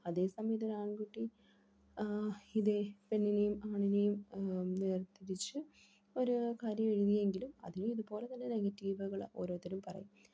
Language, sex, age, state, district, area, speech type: Malayalam, female, 18-30, Kerala, Palakkad, rural, spontaneous